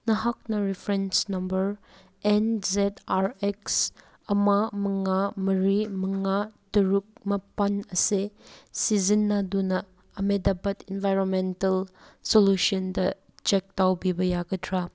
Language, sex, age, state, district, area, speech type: Manipuri, female, 18-30, Manipur, Kangpokpi, urban, read